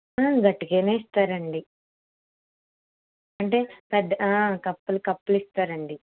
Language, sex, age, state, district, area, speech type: Telugu, female, 18-30, Andhra Pradesh, Eluru, rural, conversation